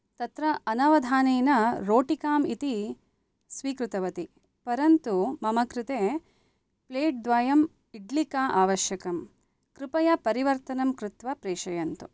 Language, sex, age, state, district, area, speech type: Sanskrit, female, 30-45, Karnataka, Bangalore Urban, urban, spontaneous